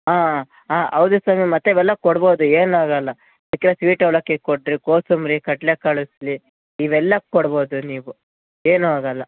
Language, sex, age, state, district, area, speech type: Kannada, male, 18-30, Karnataka, Chitradurga, urban, conversation